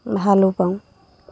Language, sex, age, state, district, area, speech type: Assamese, female, 30-45, Assam, Lakhimpur, rural, spontaneous